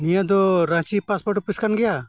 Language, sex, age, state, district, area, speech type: Santali, male, 60+, Jharkhand, Bokaro, rural, spontaneous